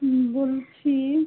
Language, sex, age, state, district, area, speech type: Bengali, female, 18-30, West Bengal, Malda, urban, conversation